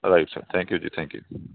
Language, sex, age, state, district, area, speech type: Punjabi, male, 30-45, Punjab, Kapurthala, urban, conversation